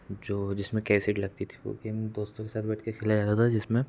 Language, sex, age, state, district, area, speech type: Hindi, male, 18-30, Madhya Pradesh, Betul, urban, spontaneous